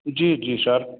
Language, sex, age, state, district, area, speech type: Hindi, male, 60+, Bihar, Begusarai, urban, conversation